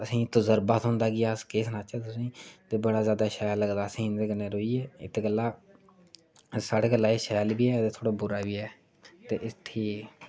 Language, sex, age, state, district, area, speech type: Dogri, male, 18-30, Jammu and Kashmir, Reasi, rural, spontaneous